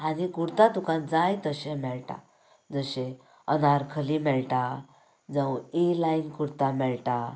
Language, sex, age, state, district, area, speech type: Goan Konkani, female, 18-30, Goa, Canacona, rural, spontaneous